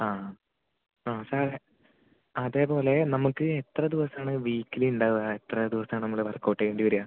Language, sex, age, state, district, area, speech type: Malayalam, male, 18-30, Kerala, Malappuram, rural, conversation